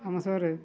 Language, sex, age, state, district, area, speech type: Odia, male, 60+, Odisha, Mayurbhanj, rural, spontaneous